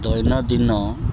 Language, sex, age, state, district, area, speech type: Odia, male, 30-45, Odisha, Kendrapara, urban, spontaneous